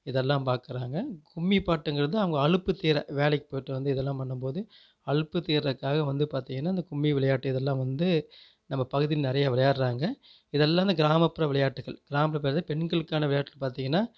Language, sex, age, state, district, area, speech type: Tamil, male, 30-45, Tamil Nadu, Namakkal, rural, spontaneous